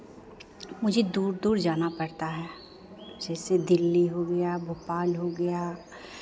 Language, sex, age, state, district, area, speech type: Hindi, female, 45-60, Bihar, Begusarai, rural, spontaneous